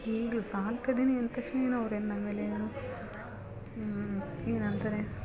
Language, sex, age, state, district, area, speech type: Kannada, female, 30-45, Karnataka, Hassan, rural, spontaneous